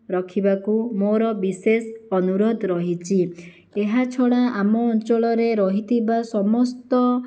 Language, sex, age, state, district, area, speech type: Odia, female, 60+, Odisha, Jajpur, rural, spontaneous